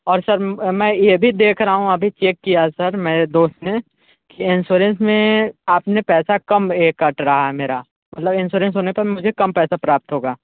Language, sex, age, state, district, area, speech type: Hindi, male, 45-60, Uttar Pradesh, Sonbhadra, rural, conversation